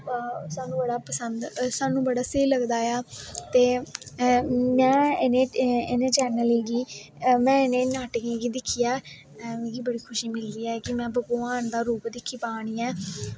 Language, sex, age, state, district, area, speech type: Dogri, female, 18-30, Jammu and Kashmir, Kathua, rural, spontaneous